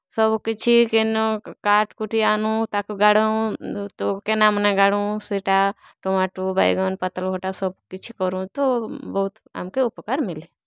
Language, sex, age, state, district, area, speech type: Odia, female, 30-45, Odisha, Kalahandi, rural, spontaneous